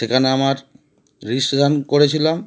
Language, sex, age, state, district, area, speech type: Bengali, male, 30-45, West Bengal, Howrah, urban, spontaneous